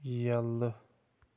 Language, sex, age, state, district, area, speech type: Kashmiri, male, 45-60, Jammu and Kashmir, Bandipora, rural, read